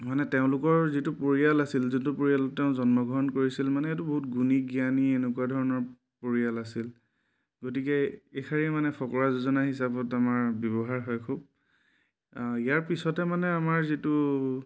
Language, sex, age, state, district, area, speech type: Assamese, male, 30-45, Assam, Majuli, urban, spontaneous